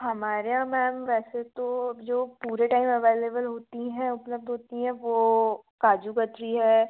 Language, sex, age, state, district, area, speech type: Hindi, female, 30-45, Madhya Pradesh, Bhopal, urban, conversation